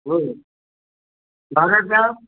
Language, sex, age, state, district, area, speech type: Gujarati, male, 60+, Gujarat, Kheda, rural, conversation